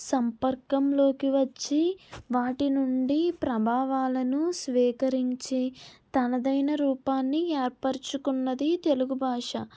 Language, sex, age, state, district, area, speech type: Telugu, female, 18-30, Andhra Pradesh, N T Rama Rao, urban, spontaneous